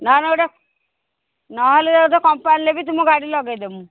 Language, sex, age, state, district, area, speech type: Odia, female, 60+, Odisha, Angul, rural, conversation